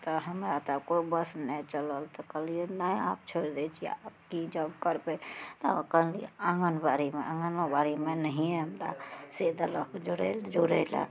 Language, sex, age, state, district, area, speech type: Maithili, female, 30-45, Bihar, Araria, rural, spontaneous